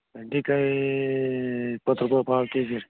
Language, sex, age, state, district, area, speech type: Kannada, male, 45-60, Karnataka, Bagalkot, rural, conversation